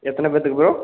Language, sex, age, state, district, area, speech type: Tamil, male, 18-30, Tamil Nadu, Perambalur, rural, conversation